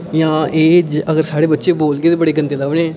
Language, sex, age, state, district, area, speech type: Dogri, male, 18-30, Jammu and Kashmir, Udhampur, rural, spontaneous